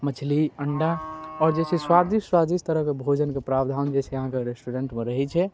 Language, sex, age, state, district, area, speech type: Maithili, male, 18-30, Bihar, Darbhanga, rural, spontaneous